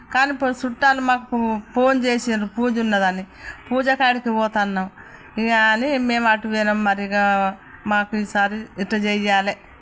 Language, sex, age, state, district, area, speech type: Telugu, female, 60+, Telangana, Peddapalli, rural, spontaneous